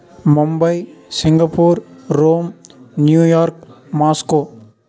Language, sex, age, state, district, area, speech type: Telugu, male, 18-30, Andhra Pradesh, Nellore, urban, spontaneous